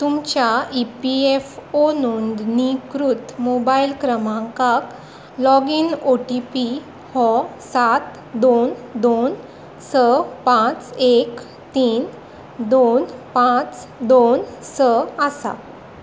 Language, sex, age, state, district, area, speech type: Goan Konkani, female, 18-30, Goa, Tiswadi, rural, read